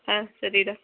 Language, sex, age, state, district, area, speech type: Kannada, female, 18-30, Karnataka, Kolar, rural, conversation